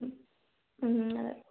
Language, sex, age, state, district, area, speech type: Malayalam, female, 18-30, Kerala, Wayanad, rural, conversation